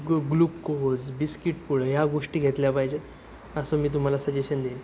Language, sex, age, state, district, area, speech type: Marathi, male, 18-30, Maharashtra, Sindhudurg, rural, spontaneous